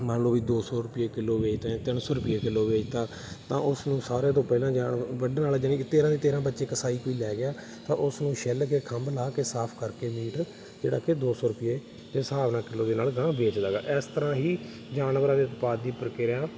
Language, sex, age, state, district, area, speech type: Punjabi, male, 30-45, Punjab, Bathinda, rural, spontaneous